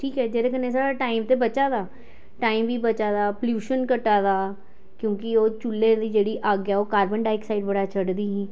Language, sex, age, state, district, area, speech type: Dogri, female, 45-60, Jammu and Kashmir, Jammu, urban, spontaneous